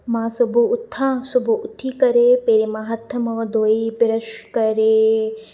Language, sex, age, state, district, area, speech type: Sindhi, female, 18-30, Maharashtra, Thane, urban, spontaneous